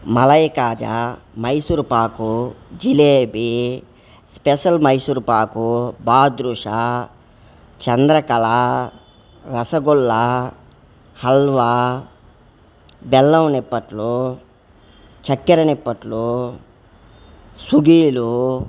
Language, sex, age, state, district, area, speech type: Telugu, male, 30-45, Andhra Pradesh, Kadapa, rural, spontaneous